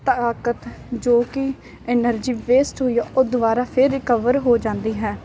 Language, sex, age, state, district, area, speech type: Punjabi, female, 18-30, Punjab, Barnala, rural, spontaneous